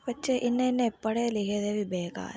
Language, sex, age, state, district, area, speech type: Dogri, female, 30-45, Jammu and Kashmir, Reasi, rural, spontaneous